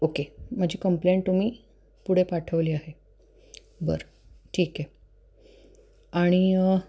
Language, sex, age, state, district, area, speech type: Marathi, female, 30-45, Maharashtra, Satara, urban, spontaneous